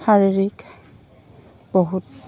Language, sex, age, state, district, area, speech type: Assamese, female, 45-60, Assam, Goalpara, urban, spontaneous